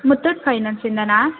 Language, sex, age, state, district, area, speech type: Kannada, female, 18-30, Karnataka, Hassan, urban, conversation